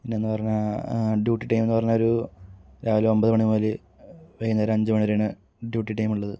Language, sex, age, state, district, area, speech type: Malayalam, male, 30-45, Kerala, Palakkad, rural, spontaneous